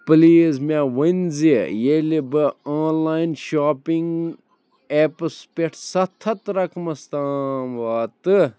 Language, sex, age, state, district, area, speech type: Kashmiri, male, 18-30, Jammu and Kashmir, Bandipora, rural, read